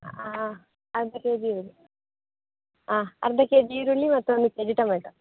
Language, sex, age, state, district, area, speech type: Kannada, female, 18-30, Karnataka, Dakshina Kannada, rural, conversation